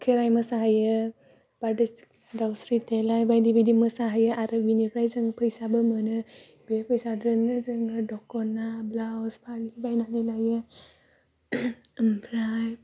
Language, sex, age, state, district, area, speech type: Bodo, female, 18-30, Assam, Udalguri, urban, spontaneous